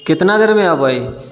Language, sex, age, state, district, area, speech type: Maithili, male, 30-45, Bihar, Sitamarhi, urban, spontaneous